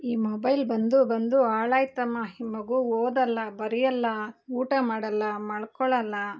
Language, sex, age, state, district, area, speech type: Kannada, female, 30-45, Karnataka, Bangalore Urban, urban, spontaneous